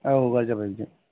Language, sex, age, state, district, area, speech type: Bodo, male, 45-60, Assam, Chirang, urban, conversation